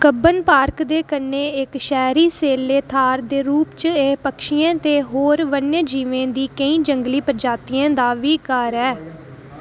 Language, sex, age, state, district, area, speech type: Dogri, female, 18-30, Jammu and Kashmir, Reasi, rural, read